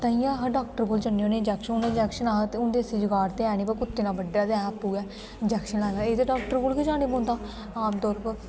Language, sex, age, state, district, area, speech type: Dogri, female, 18-30, Jammu and Kashmir, Kathua, rural, spontaneous